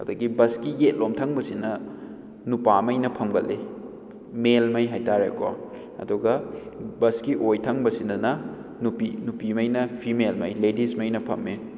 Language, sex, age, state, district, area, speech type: Manipuri, male, 18-30, Manipur, Kakching, rural, spontaneous